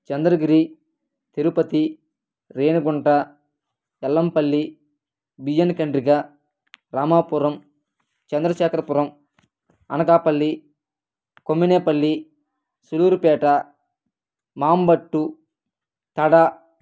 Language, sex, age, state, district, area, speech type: Telugu, male, 18-30, Andhra Pradesh, Kadapa, rural, spontaneous